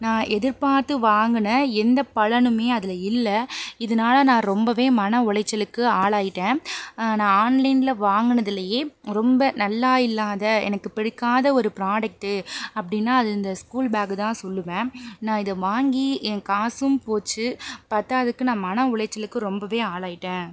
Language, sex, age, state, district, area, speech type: Tamil, female, 45-60, Tamil Nadu, Pudukkottai, rural, spontaneous